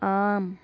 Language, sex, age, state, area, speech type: Sanskrit, female, 18-30, Gujarat, rural, read